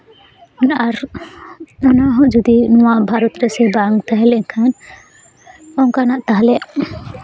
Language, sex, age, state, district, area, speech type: Santali, female, 18-30, West Bengal, Jhargram, rural, spontaneous